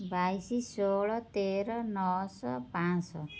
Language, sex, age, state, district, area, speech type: Odia, female, 30-45, Odisha, Cuttack, urban, spontaneous